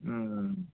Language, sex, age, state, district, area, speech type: Manipuri, male, 60+, Manipur, Kangpokpi, urban, conversation